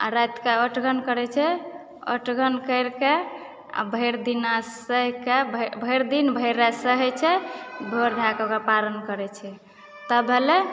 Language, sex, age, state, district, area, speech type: Maithili, female, 45-60, Bihar, Supaul, rural, spontaneous